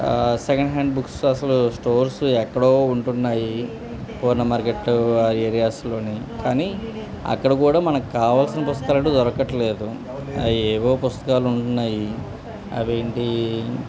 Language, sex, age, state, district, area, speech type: Telugu, male, 30-45, Andhra Pradesh, Anakapalli, rural, spontaneous